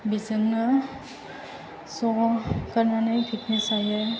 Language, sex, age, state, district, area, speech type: Bodo, female, 18-30, Assam, Chirang, urban, spontaneous